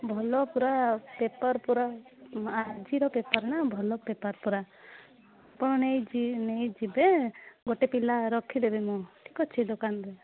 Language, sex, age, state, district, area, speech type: Odia, female, 30-45, Odisha, Malkangiri, urban, conversation